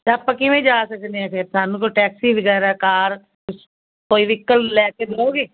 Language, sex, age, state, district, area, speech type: Punjabi, female, 60+, Punjab, Fazilka, rural, conversation